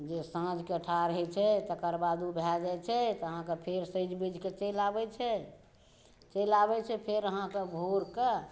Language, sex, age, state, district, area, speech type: Maithili, female, 60+, Bihar, Saharsa, rural, spontaneous